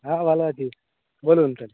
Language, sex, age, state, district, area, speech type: Bengali, male, 18-30, West Bengal, Cooch Behar, urban, conversation